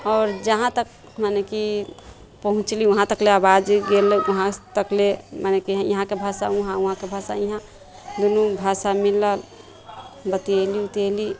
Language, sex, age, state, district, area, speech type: Maithili, female, 30-45, Bihar, Sitamarhi, rural, spontaneous